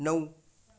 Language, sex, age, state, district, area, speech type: Marathi, male, 45-60, Maharashtra, Raigad, urban, read